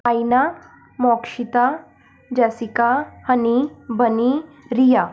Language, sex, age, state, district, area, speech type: Punjabi, female, 18-30, Punjab, Tarn Taran, urban, spontaneous